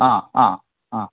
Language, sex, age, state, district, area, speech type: Malayalam, male, 45-60, Kerala, Pathanamthitta, rural, conversation